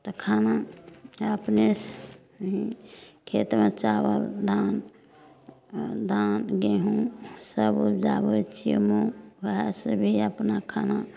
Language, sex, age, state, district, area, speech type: Maithili, female, 60+, Bihar, Madhepura, rural, spontaneous